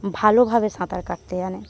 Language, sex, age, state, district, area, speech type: Bengali, female, 18-30, West Bengal, Paschim Medinipur, rural, spontaneous